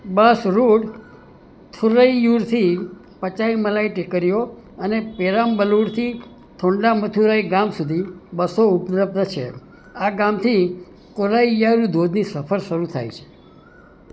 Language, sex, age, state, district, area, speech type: Gujarati, male, 60+, Gujarat, Surat, urban, read